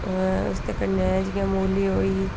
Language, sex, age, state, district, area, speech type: Dogri, female, 30-45, Jammu and Kashmir, Udhampur, rural, spontaneous